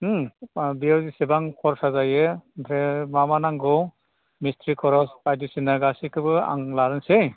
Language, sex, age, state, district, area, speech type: Bodo, male, 60+, Assam, Udalguri, urban, conversation